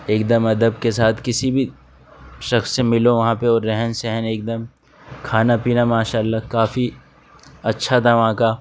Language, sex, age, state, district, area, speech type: Urdu, male, 18-30, Delhi, North West Delhi, urban, spontaneous